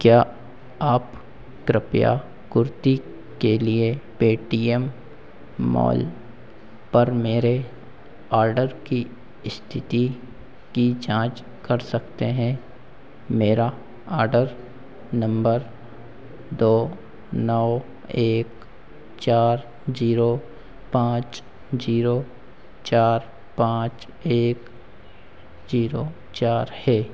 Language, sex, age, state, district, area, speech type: Hindi, male, 60+, Madhya Pradesh, Harda, urban, read